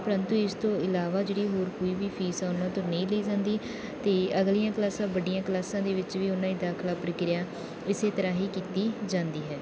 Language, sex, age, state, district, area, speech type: Punjabi, female, 18-30, Punjab, Bathinda, rural, spontaneous